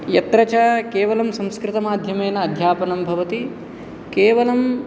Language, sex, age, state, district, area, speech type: Sanskrit, male, 18-30, Andhra Pradesh, Guntur, urban, spontaneous